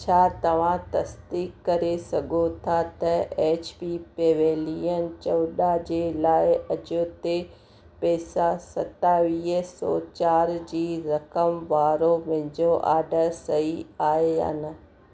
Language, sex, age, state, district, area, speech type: Sindhi, female, 30-45, Rajasthan, Ajmer, urban, read